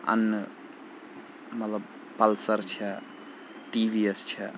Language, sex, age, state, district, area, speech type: Kashmiri, male, 18-30, Jammu and Kashmir, Srinagar, urban, spontaneous